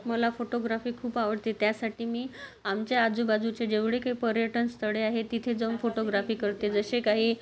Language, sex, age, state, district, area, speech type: Marathi, female, 30-45, Maharashtra, Amravati, urban, spontaneous